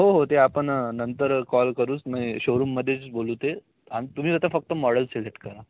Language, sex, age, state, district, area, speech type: Marathi, male, 18-30, Maharashtra, Nagpur, rural, conversation